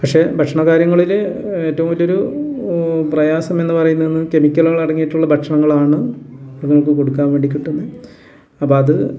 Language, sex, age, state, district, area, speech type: Malayalam, male, 45-60, Kerala, Wayanad, rural, spontaneous